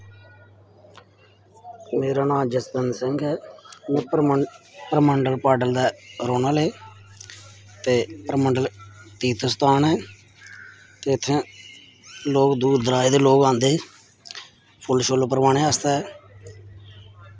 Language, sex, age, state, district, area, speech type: Dogri, male, 30-45, Jammu and Kashmir, Samba, rural, spontaneous